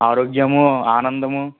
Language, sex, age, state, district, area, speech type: Telugu, male, 18-30, Andhra Pradesh, East Godavari, rural, conversation